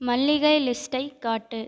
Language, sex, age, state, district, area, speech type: Tamil, female, 18-30, Tamil Nadu, Viluppuram, urban, read